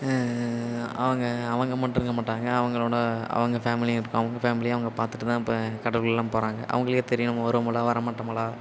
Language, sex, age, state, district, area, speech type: Tamil, male, 18-30, Tamil Nadu, Nagapattinam, rural, spontaneous